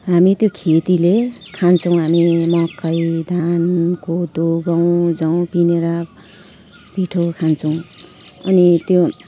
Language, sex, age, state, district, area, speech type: Nepali, female, 45-60, West Bengal, Jalpaiguri, urban, spontaneous